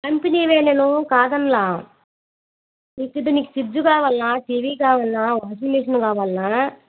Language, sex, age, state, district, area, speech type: Telugu, female, 30-45, Andhra Pradesh, Nellore, rural, conversation